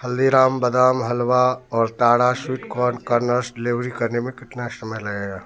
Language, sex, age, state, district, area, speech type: Hindi, male, 30-45, Bihar, Muzaffarpur, rural, read